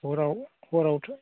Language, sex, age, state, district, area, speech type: Bodo, male, 60+, Assam, Chirang, rural, conversation